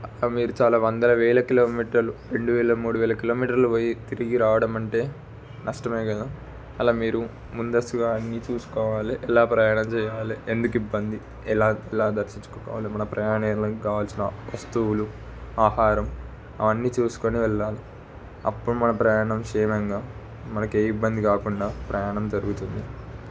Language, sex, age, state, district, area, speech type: Telugu, male, 30-45, Telangana, Ranga Reddy, urban, spontaneous